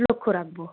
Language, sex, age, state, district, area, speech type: Bengali, female, 18-30, West Bengal, Malda, rural, conversation